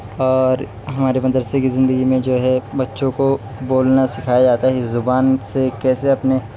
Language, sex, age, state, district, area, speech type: Urdu, male, 18-30, Uttar Pradesh, Siddharthnagar, rural, spontaneous